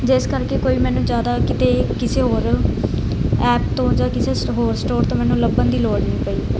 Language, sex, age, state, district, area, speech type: Punjabi, female, 18-30, Punjab, Mansa, urban, spontaneous